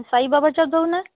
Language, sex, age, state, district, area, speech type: Marathi, female, 45-60, Maharashtra, Amravati, rural, conversation